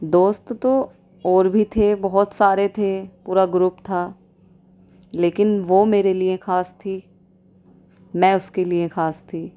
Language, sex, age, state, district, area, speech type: Urdu, female, 30-45, Delhi, South Delhi, rural, spontaneous